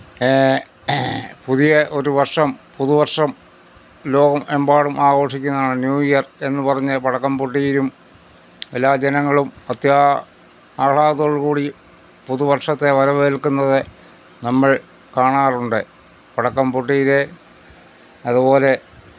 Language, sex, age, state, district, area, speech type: Malayalam, male, 60+, Kerala, Pathanamthitta, urban, spontaneous